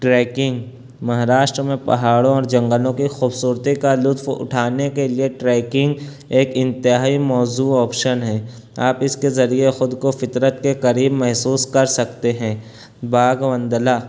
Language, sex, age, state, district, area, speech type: Urdu, male, 30-45, Maharashtra, Nashik, urban, spontaneous